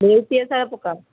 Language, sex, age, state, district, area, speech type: Odia, female, 18-30, Odisha, Puri, urban, conversation